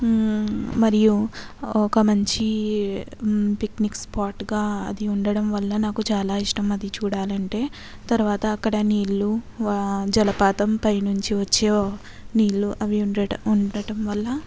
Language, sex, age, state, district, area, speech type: Telugu, female, 60+, Andhra Pradesh, Kakinada, rural, spontaneous